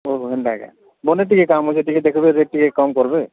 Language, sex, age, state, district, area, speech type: Odia, female, 45-60, Odisha, Nuapada, urban, conversation